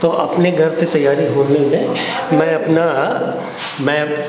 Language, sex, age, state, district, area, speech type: Hindi, male, 60+, Uttar Pradesh, Hardoi, rural, spontaneous